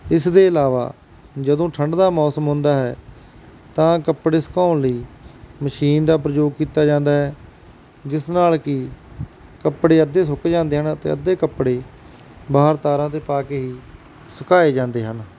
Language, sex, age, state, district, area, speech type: Punjabi, male, 30-45, Punjab, Barnala, urban, spontaneous